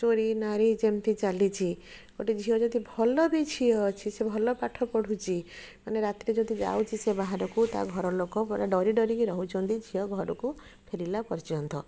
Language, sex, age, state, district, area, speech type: Odia, female, 45-60, Odisha, Puri, urban, spontaneous